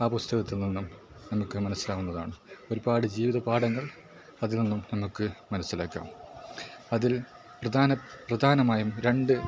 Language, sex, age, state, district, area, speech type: Malayalam, male, 18-30, Kerala, Kasaragod, rural, spontaneous